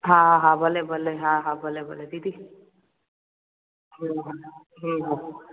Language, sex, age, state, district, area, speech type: Sindhi, female, 18-30, Gujarat, Junagadh, urban, conversation